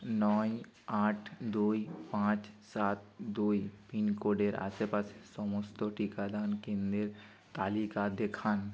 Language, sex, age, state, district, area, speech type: Bengali, male, 30-45, West Bengal, Bankura, urban, read